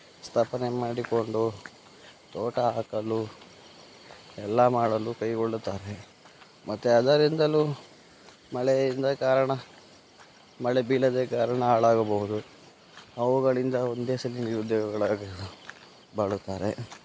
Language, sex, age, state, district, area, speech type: Kannada, male, 18-30, Karnataka, Kolar, rural, spontaneous